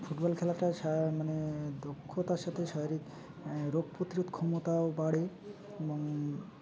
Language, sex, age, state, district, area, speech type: Bengali, male, 30-45, West Bengal, Uttar Dinajpur, urban, spontaneous